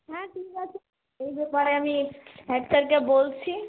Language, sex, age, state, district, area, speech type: Bengali, female, 18-30, West Bengal, Malda, urban, conversation